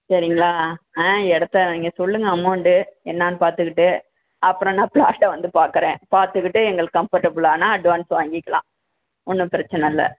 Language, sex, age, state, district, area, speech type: Tamil, female, 60+, Tamil Nadu, Perambalur, rural, conversation